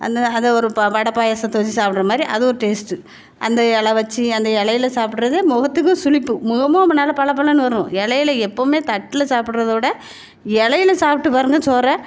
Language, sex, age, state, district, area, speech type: Tamil, female, 45-60, Tamil Nadu, Thoothukudi, urban, spontaneous